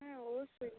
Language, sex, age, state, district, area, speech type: Bengali, female, 30-45, West Bengal, Dakshin Dinajpur, urban, conversation